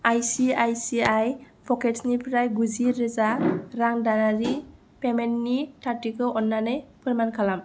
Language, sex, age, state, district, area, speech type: Bodo, female, 18-30, Assam, Kokrajhar, rural, read